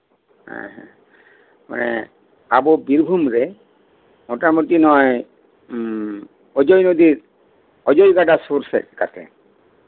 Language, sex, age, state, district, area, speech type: Santali, male, 45-60, West Bengal, Birbhum, rural, conversation